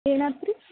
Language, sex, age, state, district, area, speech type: Kannada, female, 18-30, Karnataka, Dharwad, urban, conversation